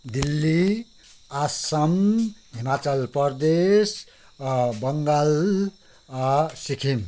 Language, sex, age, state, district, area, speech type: Nepali, male, 60+, West Bengal, Kalimpong, rural, spontaneous